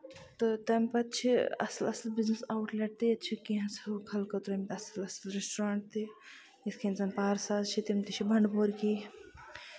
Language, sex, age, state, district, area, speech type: Kashmiri, female, 30-45, Jammu and Kashmir, Bandipora, rural, spontaneous